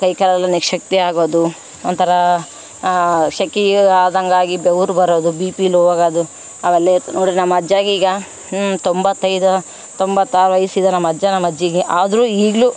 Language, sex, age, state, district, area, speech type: Kannada, female, 30-45, Karnataka, Vijayanagara, rural, spontaneous